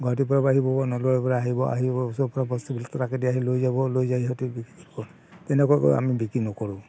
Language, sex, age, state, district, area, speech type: Assamese, male, 45-60, Assam, Barpeta, rural, spontaneous